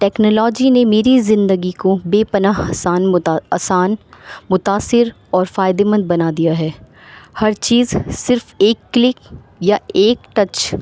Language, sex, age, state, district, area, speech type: Urdu, female, 30-45, Delhi, North East Delhi, urban, spontaneous